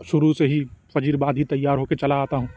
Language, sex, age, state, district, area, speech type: Urdu, male, 45-60, Uttar Pradesh, Lucknow, urban, spontaneous